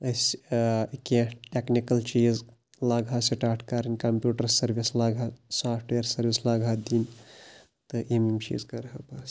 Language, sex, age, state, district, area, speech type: Kashmiri, male, 30-45, Jammu and Kashmir, Shopian, urban, spontaneous